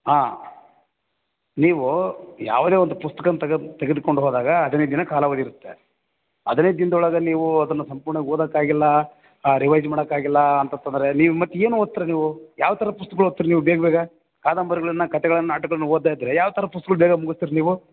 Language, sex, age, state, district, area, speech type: Kannada, male, 30-45, Karnataka, Bellary, rural, conversation